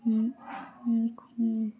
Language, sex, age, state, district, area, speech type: Bengali, female, 18-30, West Bengal, Dakshin Dinajpur, urban, spontaneous